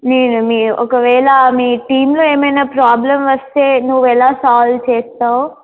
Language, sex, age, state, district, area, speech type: Telugu, female, 18-30, Telangana, Warangal, rural, conversation